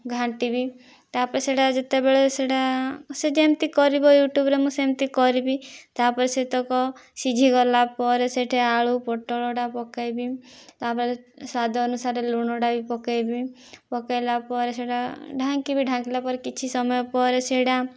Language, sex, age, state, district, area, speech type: Odia, female, 18-30, Odisha, Kandhamal, rural, spontaneous